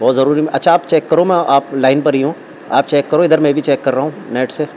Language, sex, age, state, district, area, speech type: Urdu, male, 45-60, Delhi, North East Delhi, urban, spontaneous